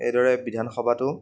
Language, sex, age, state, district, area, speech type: Assamese, male, 18-30, Assam, Majuli, rural, spontaneous